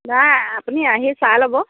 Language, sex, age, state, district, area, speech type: Assamese, female, 30-45, Assam, Lakhimpur, rural, conversation